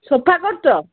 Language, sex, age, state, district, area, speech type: Odia, female, 60+, Odisha, Gajapati, rural, conversation